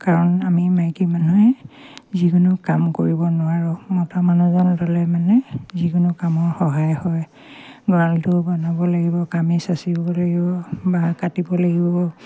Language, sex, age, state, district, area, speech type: Assamese, female, 45-60, Assam, Dibrugarh, rural, spontaneous